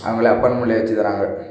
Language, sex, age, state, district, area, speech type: Tamil, male, 18-30, Tamil Nadu, Perambalur, rural, spontaneous